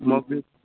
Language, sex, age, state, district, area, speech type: Marathi, male, 30-45, Maharashtra, Amravati, rural, conversation